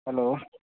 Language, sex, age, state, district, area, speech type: Maithili, male, 30-45, Bihar, Supaul, rural, conversation